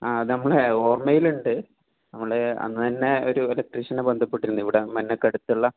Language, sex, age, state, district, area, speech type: Malayalam, male, 18-30, Kerala, Kasaragod, rural, conversation